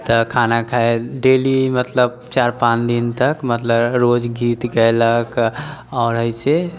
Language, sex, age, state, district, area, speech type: Maithili, male, 18-30, Bihar, Muzaffarpur, rural, spontaneous